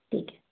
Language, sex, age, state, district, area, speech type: Hindi, male, 30-45, Madhya Pradesh, Balaghat, rural, conversation